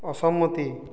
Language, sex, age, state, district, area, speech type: Bengali, male, 30-45, West Bengal, Purulia, rural, read